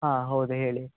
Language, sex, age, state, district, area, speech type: Kannada, male, 18-30, Karnataka, Shimoga, rural, conversation